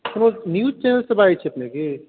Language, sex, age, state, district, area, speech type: Maithili, male, 30-45, Bihar, Supaul, rural, conversation